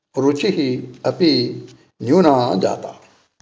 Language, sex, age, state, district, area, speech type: Sanskrit, male, 60+, Karnataka, Dakshina Kannada, urban, spontaneous